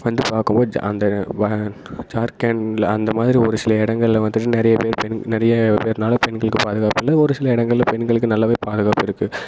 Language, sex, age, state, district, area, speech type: Tamil, male, 18-30, Tamil Nadu, Perambalur, rural, spontaneous